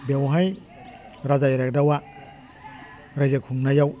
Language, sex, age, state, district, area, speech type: Bodo, male, 60+, Assam, Udalguri, urban, spontaneous